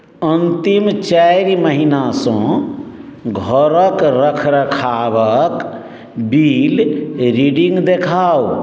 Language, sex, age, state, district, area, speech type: Maithili, male, 60+, Bihar, Madhubani, urban, read